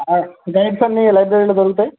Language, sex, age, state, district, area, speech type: Telugu, male, 18-30, Andhra Pradesh, Srikakulam, urban, conversation